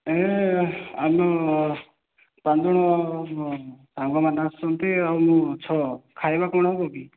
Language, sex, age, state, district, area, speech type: Odia, male, 30-45, Odisha, Kalahandi, rural, conversation